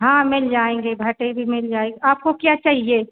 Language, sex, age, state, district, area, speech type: Hindi, female, 30-45, Madhya Pradesh, Hoshangabad, rural, conversation